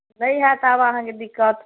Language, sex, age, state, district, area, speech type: Maithili, female, 30-45, Bihar, Madhubani, rural, conversation